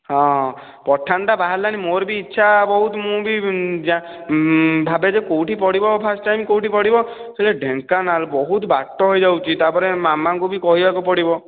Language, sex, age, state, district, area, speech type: Odia, male, 18-30, Odisha, Nayagarh, rural, conversation